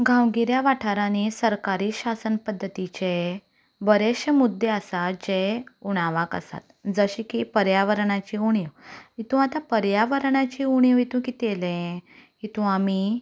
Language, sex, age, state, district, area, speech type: Goan Konkani, female, 18-30, Goa, Canacona, rural, spontaneous